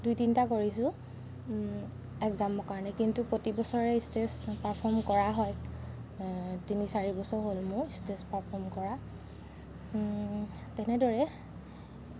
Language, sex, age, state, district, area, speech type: Assamese, female, 30-45, Assam, Lakhimpur, rural, spontaneous